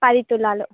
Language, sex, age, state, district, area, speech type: Telugu, female, 18-30, Andhra Pradesh, Srikakulam, urban, conversation